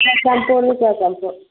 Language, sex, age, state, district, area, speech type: Manipuri, female, 45-60, Manipur, Churachandpur, urban, conversation